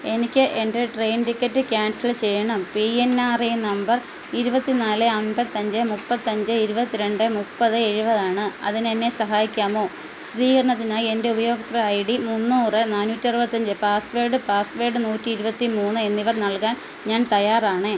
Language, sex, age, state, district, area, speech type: Malayalam, female, 30-45, Kerala, Kottayam, urban, read